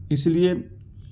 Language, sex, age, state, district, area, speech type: Urdu, male, 18-30, Delhi, Central Delhi, urban, spontaneous